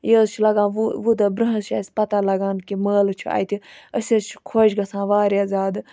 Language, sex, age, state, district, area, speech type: Kashmiri, female, 30-45, Jammu and Kashmir, Ganderbal, rural, spontaneous